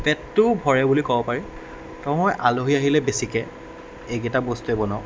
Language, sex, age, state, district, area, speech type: Assamese, male, 18-30, Assam, Darrang, rural, spontaneous